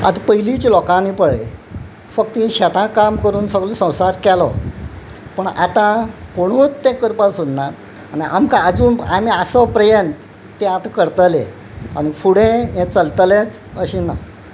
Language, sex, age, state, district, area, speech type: Goan Konkani, male, 60+, Goa, Quepem, rural, spontaneous